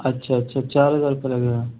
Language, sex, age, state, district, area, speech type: Urdu, male, 18-30, Delhi, East Delhi, urban, conversation